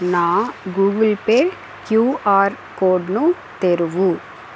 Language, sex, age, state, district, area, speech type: Telugu, female, 30-45, Andhra Pradesh, Chittoor, urban, read